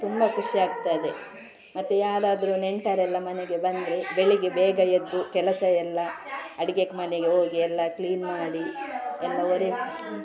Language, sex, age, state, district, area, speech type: Kannada, female, 45-60, Karnataka, Udupi, rural, spontaneous